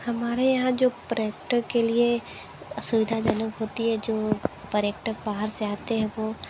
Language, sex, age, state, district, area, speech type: Hindi, female, 18-30, Uttar Pradesh, Sonbhadra, rural, spontaneous